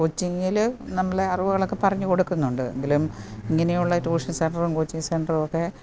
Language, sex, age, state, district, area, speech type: Malayalam, female, 45-60, Kerala, Kottayam, urban, spontaneous